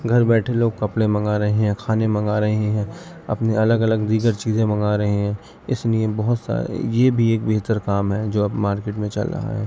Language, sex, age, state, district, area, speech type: Urdu, male, 18-30, Delhi, East Delhi, urban, spontaneous